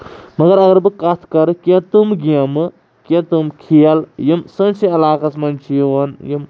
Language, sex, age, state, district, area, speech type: Kashmiri, male, 18-30, Jammu and Kashmir, Kulgam, urban, spontaneous